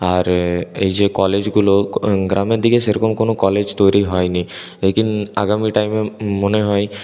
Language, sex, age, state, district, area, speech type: Bengali, male, 18-30, West Bengal, Purulia, urban, spontaneous